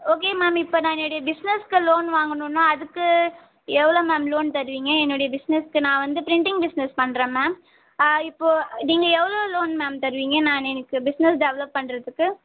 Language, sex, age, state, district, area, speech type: Tamil, female, 18-30, Tamil Nadu, Vellore, urban, conversation